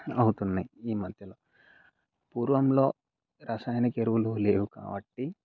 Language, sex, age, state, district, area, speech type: Telugu, male, 18-30, Telangana, Mancherial, rural, spontaneous